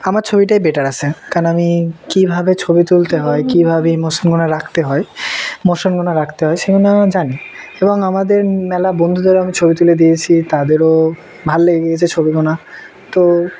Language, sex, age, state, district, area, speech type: Bengali, male, 18-30, West Bengal, Murshidabad, urban, spontaneous